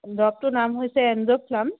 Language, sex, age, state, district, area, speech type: Assamese, female, 30-45, Assam, Sivasagar, rural, conversation